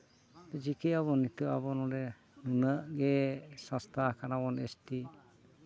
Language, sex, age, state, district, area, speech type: Santali, male, 60+, Jharkhand, East Singhbhum, rural, spontaneous